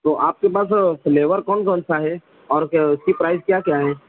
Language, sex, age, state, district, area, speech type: Urdu, male, 18-30, Maharashtra, Nashik, urban, conversation